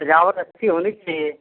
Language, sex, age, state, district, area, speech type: Hindi, male, 45-60, Uttar Pradesh, Azamgarh, rural, conversation